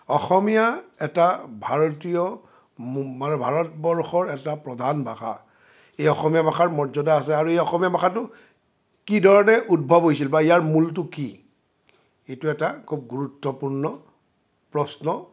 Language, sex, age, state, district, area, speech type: Assamese, male, 45-60, Assam, Sonitpur, urban, spontaneous